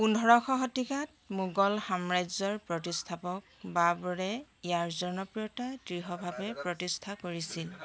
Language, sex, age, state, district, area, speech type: Assamese, female, 60+, Assam, Tinsukia, rural, read